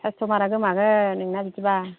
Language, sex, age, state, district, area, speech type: Bodo, female, 60+, Assam, Kokrajhar, rural, conversation